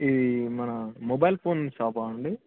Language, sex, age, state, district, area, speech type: Telugu, male, 18-30, Telangana, Medak, rural, conversation